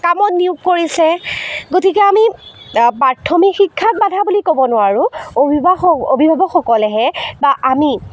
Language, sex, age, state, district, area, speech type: Assamese, female, 18-30, Assam, Jorhat, rural, spontaneous